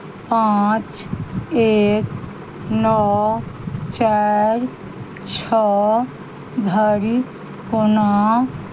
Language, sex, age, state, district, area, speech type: Maithili, female, 60+, Bihar, Madhubani, rural, read